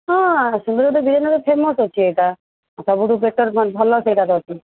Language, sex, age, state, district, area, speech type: Odia, female, 45-60, Odisha, Sundergarh, rural, conversation